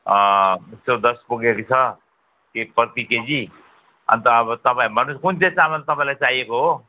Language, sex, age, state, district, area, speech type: Nepali, male, 60+, West Bengal, Jalpaiguri, rural, conversation